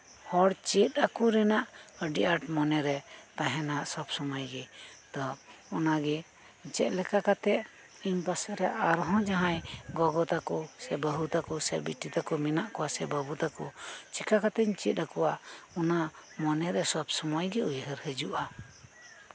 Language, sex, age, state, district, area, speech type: Santali, female, 45-60, West Bengal, Birbhum, rural, spontaneous